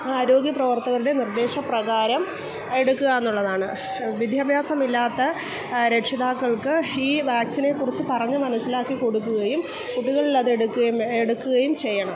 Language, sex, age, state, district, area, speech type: Malayalam, female, 45-60, Kerala, Kollam, rural, spontaneous